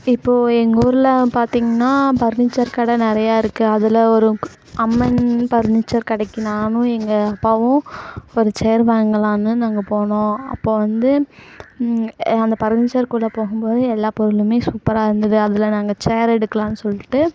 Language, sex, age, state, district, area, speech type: Tamil, female, 18-30, Tamil Nadu, Namakkal, rural, spontaneous